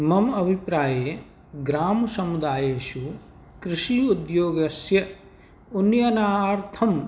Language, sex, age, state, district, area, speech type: Sanskrit, male, 45-60, Rajasthan, Bharatpur, urban, spontaneous